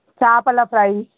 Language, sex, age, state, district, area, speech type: Telugu, female, 30-45, Telangana, Hanamkonda, rural, conversation